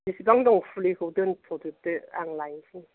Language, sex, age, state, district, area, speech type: Bodo, female, 60+, Assam, Chirang, rural, conversation